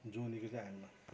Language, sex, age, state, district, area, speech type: Nepali, male, 60+, West Bengal, Kalimpong, rural, spontaneous